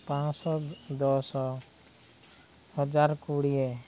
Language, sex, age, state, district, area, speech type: Odia, male, 30-45, Odisha, Koraput, urban, spontaneous